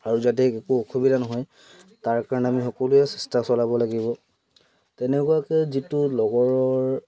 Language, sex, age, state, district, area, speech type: Assamese, male, 30-45, Assam, Charaideo, urban, spontaneous